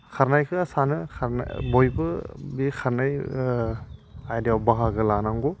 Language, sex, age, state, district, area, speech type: Bodo, male, 30-45, Assam, Udalguri, urban, spontaneous